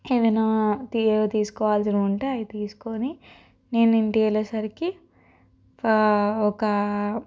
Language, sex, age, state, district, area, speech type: Telugu, female, 30-45, Andhra Pradesh, Guntur, urban, spontaneous